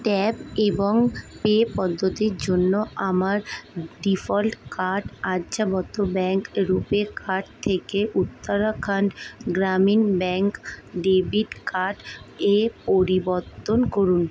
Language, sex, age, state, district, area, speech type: Bengali, female, 18-30, West Bengal, Kolkata, urban, read